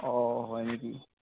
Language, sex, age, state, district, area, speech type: Assamese, male, 18-30, Assam, Nalbari, rural, conversation